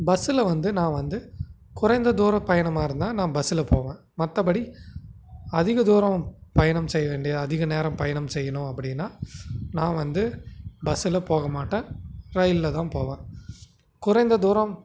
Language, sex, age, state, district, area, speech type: Tamil, male, 30-45, Tamil Nadu, Nagapattinam, rural, spontaneous